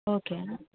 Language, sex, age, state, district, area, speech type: Telugu, female, 18-30, Andhra Pradesh, Krishna, urban, conversation